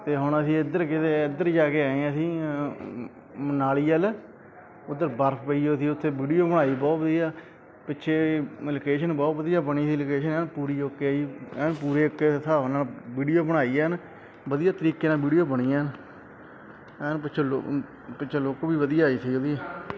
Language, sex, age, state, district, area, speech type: Punjabi, male, 18-30, Punjab, Kapurthala, urban, spontaneous